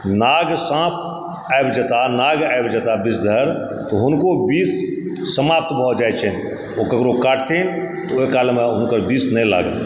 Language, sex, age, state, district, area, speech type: Maithili, male, 45-60, Bihar, Supaul, rural, spontaneous